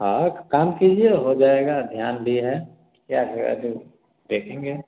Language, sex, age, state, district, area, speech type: Hindi, male, 30-45, Bihar, Samastipur, urban, conversation